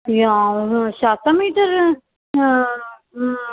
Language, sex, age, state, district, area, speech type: Sanskrit, female, 45-60, Karnataka, Dakshina Kannada, rural, conversation